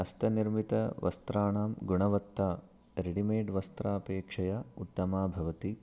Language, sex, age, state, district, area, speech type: Sanskrit, male, 30-45, Karnataka, Chikkamagaluru, rural, spontaneous